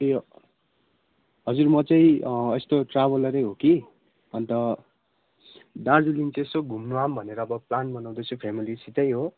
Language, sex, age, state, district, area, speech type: Nepali, male, 18-30, West Bengal, Darjeeling, rural, conversation